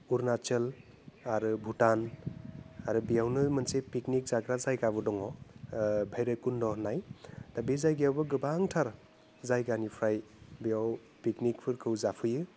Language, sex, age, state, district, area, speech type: Bodo, male, 30-45, Assam, Udalguri, urban, spontaneous